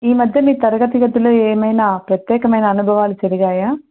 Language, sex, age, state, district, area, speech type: Telugu, female, 30-45, Andhra Pradesh, Sri Satya Sai, urban, conversation